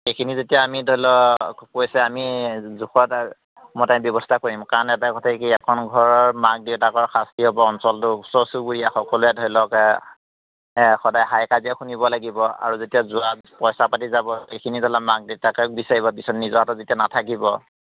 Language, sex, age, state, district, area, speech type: Assamese, male, 30-45, Assam, Majuli, urban, conversation